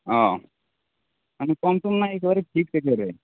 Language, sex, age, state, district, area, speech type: Assamese, male, 18-30, Assam, Barpeta, rural, conversation